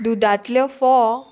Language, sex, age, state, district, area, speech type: Goan Konkani, female, 18-30, Goa, Murmgao, urban, spontaneous